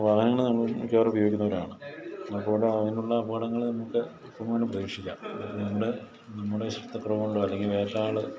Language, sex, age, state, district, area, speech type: Malayalam, male, 45-60, Kerala, Idukki, rural, spontaneous